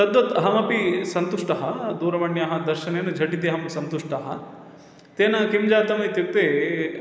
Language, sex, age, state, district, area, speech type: Sanskrit, male, 30-45, Kerala, Thrissur, urban, spontaneous